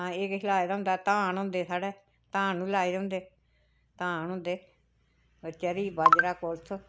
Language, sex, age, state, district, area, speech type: Dogri, female, 60+, Jammu and Kashmir, Reasi, rural, spontaneous